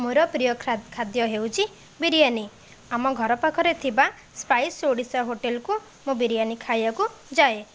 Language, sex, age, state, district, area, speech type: Odia, female, 30-45, Odisha, Jajpur, rural, spontaneous